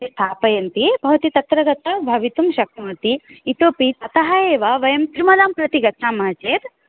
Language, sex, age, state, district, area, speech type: Sanskrit, female, 18-30, Odisha, Ganjam, urban, conversation